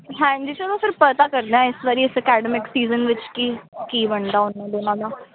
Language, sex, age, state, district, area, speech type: Punjabi, female, 18-30, Punjab, Ludhiana, urban, conversation